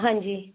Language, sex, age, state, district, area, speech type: Punjabi, female, 30-45, Punjab, Tarn Taran, rural, conversation